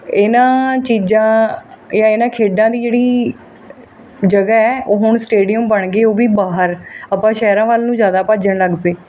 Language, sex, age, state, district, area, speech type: Punjabi, female, 30-45, Punjab, Mohali, rural, spontaneous